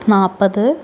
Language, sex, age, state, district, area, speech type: Malayalam, female, 18-30, Kerala, Thrissur, urban, spontaneous